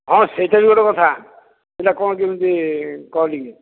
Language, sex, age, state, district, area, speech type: Odia, male, 45-60, Odisha, Dhenkanal, rural, conversation